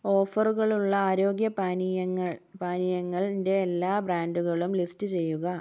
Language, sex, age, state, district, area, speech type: Malayalam, female, 45-60, Kerala, Wayanad, rural, read